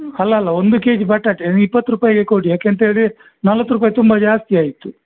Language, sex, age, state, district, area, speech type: Kannada, male, 60+, Karnataka, Dakshina Kannada, rural, conversation